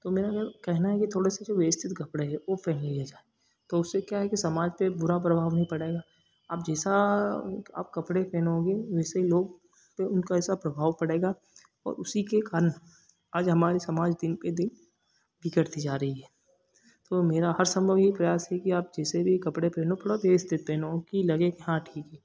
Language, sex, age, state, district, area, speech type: Hindi, male, 18-30, Madhya Pradesh, Ujjain, rural, spontaneous